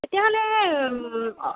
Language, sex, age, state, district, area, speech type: Assamese, female, 18-30, Assam, Morigaon, rural, conversation